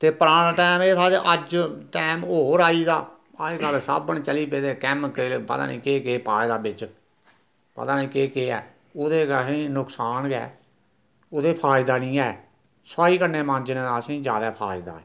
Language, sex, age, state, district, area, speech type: Dogri, male, 60+, Jammu and Kashmir, Reasi, rural, spontaneous